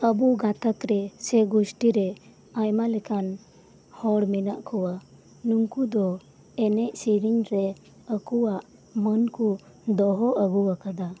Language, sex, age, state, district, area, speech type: Santali, female, 30-45, West Bengal, Birbhum, rural, spontaneous